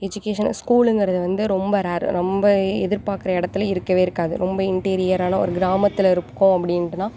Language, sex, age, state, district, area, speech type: Tamil, female, 18-30, Tamil Nadu, Thanjavur, rural, spontaneous